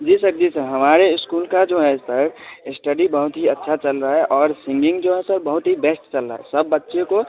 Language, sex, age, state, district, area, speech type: Hindi, male, 30-45, Bihar, Darbhanga, rural, conversation